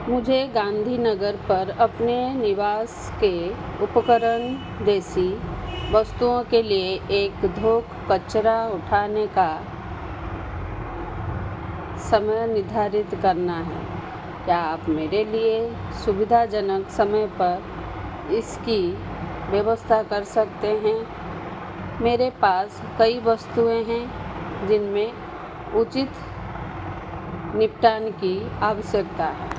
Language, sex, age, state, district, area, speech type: Hindi, female, 45-60, Madhya Pradesh, Chhindwara, rural, read